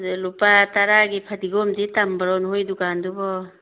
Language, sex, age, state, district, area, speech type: Manipuri, female, 45-60, Manipur, Imphal East, rural, conversation